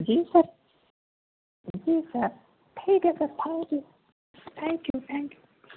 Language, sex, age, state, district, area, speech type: Urdu, male, 30-45, Uttar Pradesh, Gautam Buddha Nagar, rural, conversation